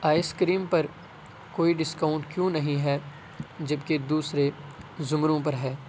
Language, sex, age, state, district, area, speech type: Urdu, male, 18-30, Bihar, Purnia, rural, read